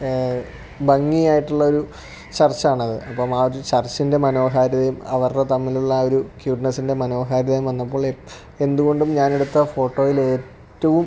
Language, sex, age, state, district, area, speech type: Malayalam, male, 18-30, Kerala, Alappuzha, rural, spontaneous